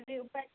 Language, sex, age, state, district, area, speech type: Manipuri, female, 18-30, Manipur, Kangpokpi, urban, conversation